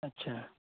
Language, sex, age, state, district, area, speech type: Santali, male, 30-45, West Bengal, Birbhum, rural, conversation